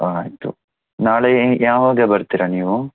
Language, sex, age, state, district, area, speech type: Kannada, male, 18-30, Karnataka, Davanagere, rural, conversation